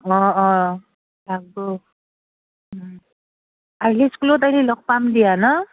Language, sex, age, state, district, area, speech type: Assamese, female, 18-30, Assam, Udalguri, urban, conversation